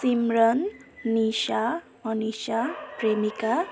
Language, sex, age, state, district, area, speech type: Nepali, female, 18-30, West Bengal, Alipurduar, rural, spontaneous